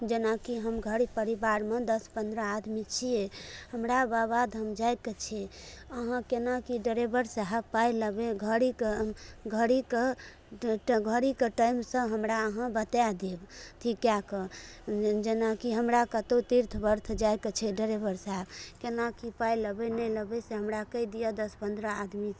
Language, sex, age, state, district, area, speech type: Maithili, female, 30-45, Bihar, Darbhanga, urban, spontaneous